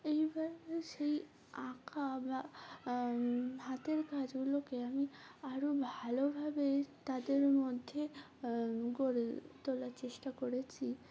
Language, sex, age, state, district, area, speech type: Bengali, female, 18-30, West Bengal, Uttar Dinajpur, urban, spontaneous